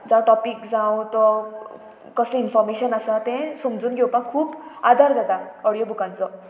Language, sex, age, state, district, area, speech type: Goan Konkani, female, 18-30, Goa, Murmgao, urban, spontaneous